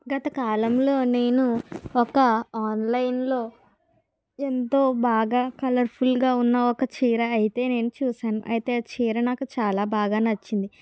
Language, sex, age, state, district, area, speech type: Telugu, female, 30-45, Andhra Pradesh, Kakinada, rural, spontaneous